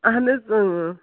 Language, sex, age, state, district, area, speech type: Kashmiri, female, 30-45, Jammu and Kashmir, Srinagar, rural, conversation